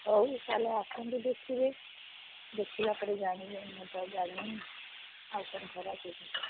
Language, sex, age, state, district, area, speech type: Odia, female, 60+, Odisha, Gajapati, rural, conversation